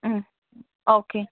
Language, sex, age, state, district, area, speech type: Tamil, female, 18-30, Tamil Nadu, Cuddalore, rural, conversation